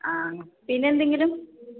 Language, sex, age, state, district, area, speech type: Malayalam, female, 18-30, Kerala, Kasaragod, rural, conversation